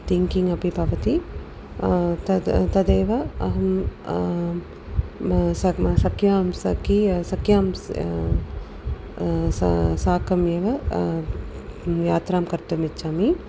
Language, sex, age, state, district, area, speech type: Sanskrit, female, 45-60, Tamil Nadu, Tiruchirappalli, urban, spontaneous